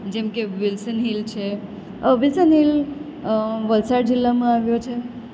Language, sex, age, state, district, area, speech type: Gujarati, female, 30-45, Gujarat, Valsad, rural, spontaneous